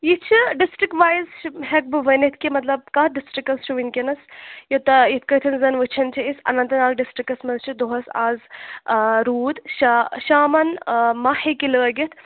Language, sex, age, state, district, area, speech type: Kashmiri, female, 18-30, Jammu and Kashmir, Shopian, rural, conversation